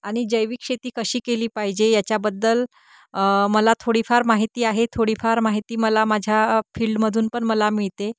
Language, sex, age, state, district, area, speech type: Marathi, female, 30-45, Maharashtra, Nagpur, urban, spontaneous